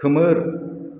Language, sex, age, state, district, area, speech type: Bodo, male, 60+, Assam, Chirang, urban, read